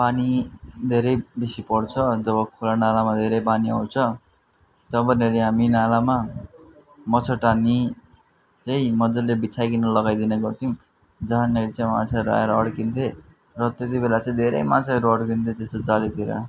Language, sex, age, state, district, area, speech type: Nepali, male, 45-60, West Bengal, Darjeeling, rural, spontaneous